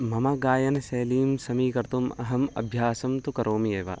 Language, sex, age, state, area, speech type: Sanskrit, male, 18-30, Uttarakhand, urban, spontaneous